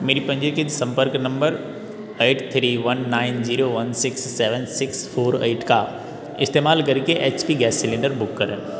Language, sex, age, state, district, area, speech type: Hindi, male, 18-30, Bihar, Darbhanga, rural, read